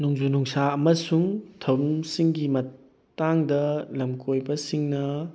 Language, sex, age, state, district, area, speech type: Manipuri, male, 18-30, Manipur, Bishnupur, rural, spontaneous